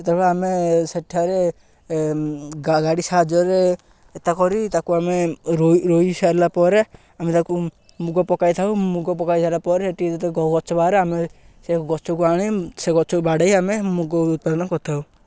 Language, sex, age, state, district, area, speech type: Odia, male, 18-30, Odisha, Ganjam, rural, spontaneous